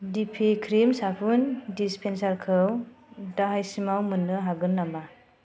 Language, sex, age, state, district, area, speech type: Bodo, female, 30-45, Assam, Kokrajhar, rural, read